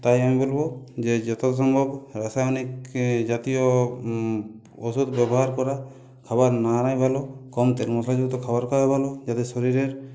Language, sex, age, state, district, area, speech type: Bengali, male, 30-45, West Bengal, Purulia, urban, spontaneous